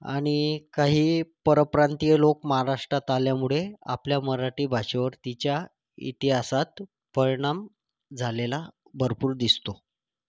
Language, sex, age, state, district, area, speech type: Marathi, male, 30-45, Maharashtra, Thane, urban, spontaneous